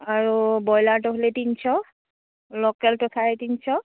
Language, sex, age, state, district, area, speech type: Assamese, female, 30-45, Assam, Udalguri, rural, conversation